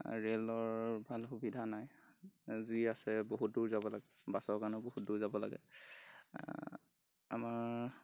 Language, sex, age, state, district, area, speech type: Assamese, male, 18-30, Assam, Golaghat, rural, spontaneous